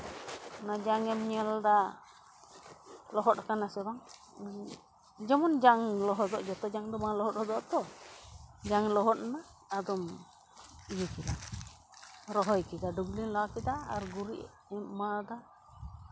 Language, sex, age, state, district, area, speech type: Santali, female, 45-60, West Bengal, Paschim Bardhaman, rural, spontaneous